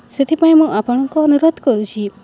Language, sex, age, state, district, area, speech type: Odia, female, 45-60, Odisha, Balangir, urban, spontaneous